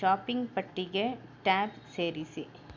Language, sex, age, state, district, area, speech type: Kannada, female, 60+, Karnataka, Bangalore Urban, rural, read